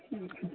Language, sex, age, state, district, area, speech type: Kashmiri, male, 30-45, Jammu and Kashmir, Kupwara, rural, conversation